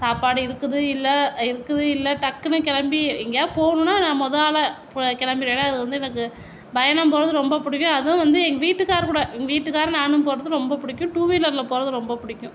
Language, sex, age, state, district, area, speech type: Tamil, female, 60+, Tamil Nadu, Tiruvarur, urban, spontaneous